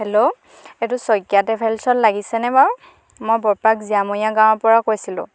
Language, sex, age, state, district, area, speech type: Assamese, female, 18-30, Assam, Dhemaji, rural, spontaneous